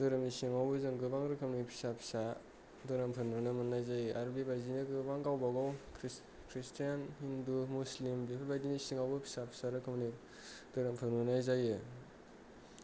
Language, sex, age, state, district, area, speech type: Bodo, male, 30-45, Assam, Kokrajhar, urban, spontaneous